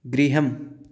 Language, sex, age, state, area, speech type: Sanskrit, male, 18-30, Rajasthan, rural, read